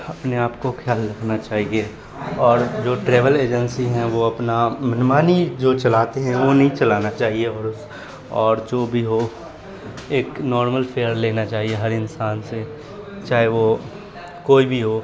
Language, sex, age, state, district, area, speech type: Urdu, male, 30-45, Bihar, Supaul, urban, spontaneous